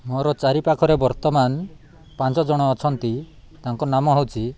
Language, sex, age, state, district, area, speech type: Odia, male, 45-60, Odisha, Nabarangpur, rural, spontaneous